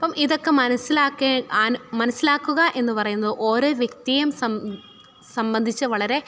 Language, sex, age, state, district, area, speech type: Malayalam, female, 30-45, Kerala, Pathanamthitta, rural, spontaneous